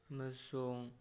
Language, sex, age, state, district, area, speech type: Manipuri, male, 18-30, Manipur, Tengnoupal, rural, spontaneous